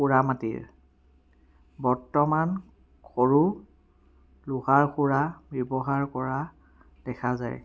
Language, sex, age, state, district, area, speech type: Assamese, male, 30-45, Assam, Sivasagar, urban, spontaneous